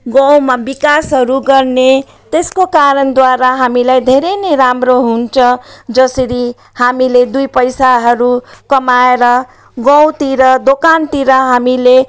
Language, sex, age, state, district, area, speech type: Nepali, female, 45-60, West Bengal, Jalpaiguri, rural, spontaneous